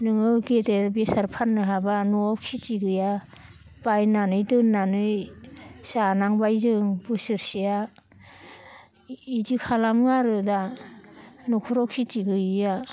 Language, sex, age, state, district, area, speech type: Bodo, female, 60+, Assam, Baksa, urban, spontaneous